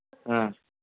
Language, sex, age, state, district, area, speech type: Manipuri, male, 18-30, Manipur, Churachandpur, rural, conversation